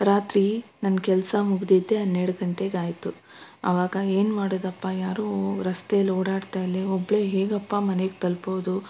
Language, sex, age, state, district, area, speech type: Kannada, female, 30-45, Karnataka, Bangalore Rural, rural, spontaneous